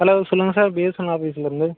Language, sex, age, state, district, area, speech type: Tamil, male, 18-30, Tamil Nadu, Madurai, rural, conversation